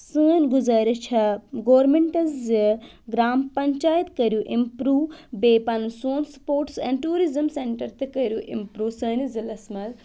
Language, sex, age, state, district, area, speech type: Kashmiri, female, 18-30, Jammu and Kashmir, Budgam, urban, spontaneous